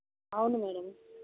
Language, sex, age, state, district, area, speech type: Telugu, female, 45-60, Telangana, Jagtial, rural, conversation